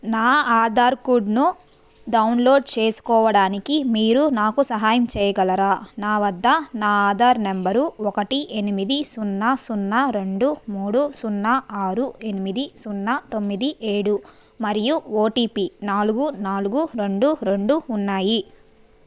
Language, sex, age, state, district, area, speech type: Telugu, female, 30-45, Andhra Pradesh, Nellore, urban, read